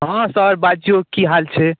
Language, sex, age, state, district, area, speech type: Maithili, male, 18-30, Bihar, Darbhanga, rural, conversation